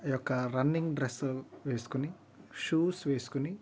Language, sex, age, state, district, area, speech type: Telugu, male, 45-60, Andhra Pradesh, East Godavari, rural, spontaneous